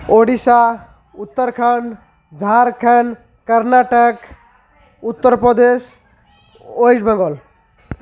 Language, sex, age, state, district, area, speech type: Odia, male, 30-45, Odisha, Malkangiri, urban, spontaneous